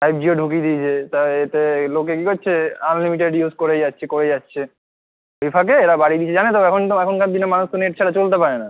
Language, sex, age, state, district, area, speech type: Bengali, male, 30-45, West Bengal, Kolkata, urban, conversation